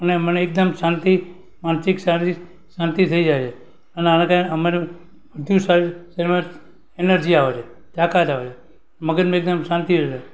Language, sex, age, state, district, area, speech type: Gujarati, male, 60+, Gujarat, Valsad, rural, spontaneous